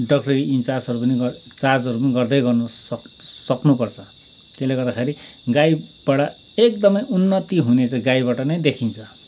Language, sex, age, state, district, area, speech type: Nepali, male, 45-60, West Bengal, Kalimpong, rural, spontaneous